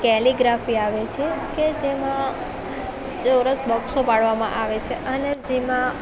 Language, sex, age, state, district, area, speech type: Gujarati, female, 18-30, Gujarat, Valsad, rural, spontaneous